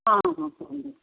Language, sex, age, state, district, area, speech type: Odia, female, 60+, Odisha, Gajapati, rural, conversation